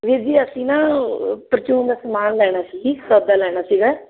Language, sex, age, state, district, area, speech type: Punjabi, female, 30-45, Punjab, Barnala, rural, conversation